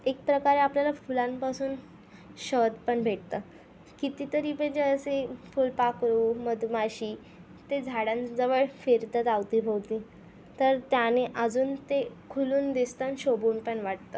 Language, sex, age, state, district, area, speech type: Marathi, female, 18-30, Maharashtra, Thane, urban, spontaneous